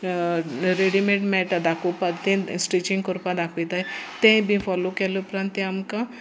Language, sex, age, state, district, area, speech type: Goan Konkani, female, 60+, Goa, Sanguem, rural, spontaneous